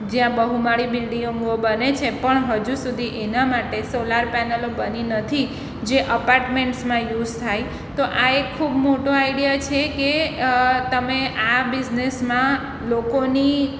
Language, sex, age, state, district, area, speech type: Gujarati, female, 45-60, Gujarat, Surat, urban, spontaneous